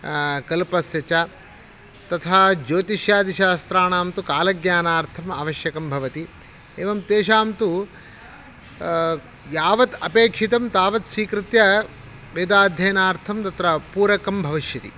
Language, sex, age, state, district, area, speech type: Sanskrit, male, 45-60, Karnataka, Shimoga, rural, spontaneous